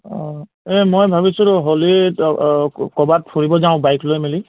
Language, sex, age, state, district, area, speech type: Assamese, male, 30-45, Assam, Charaideo, urban, conversation